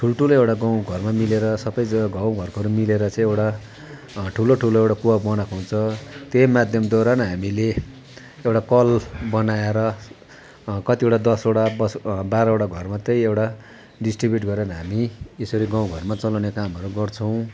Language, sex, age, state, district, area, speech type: Nepali, male, 60+, West Bengal, Darjeeling, rural, spontaneous